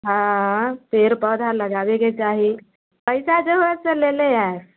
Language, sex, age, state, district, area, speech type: Maithili, female, 18-30, Bihar, Muzaffarpur, rural, conversation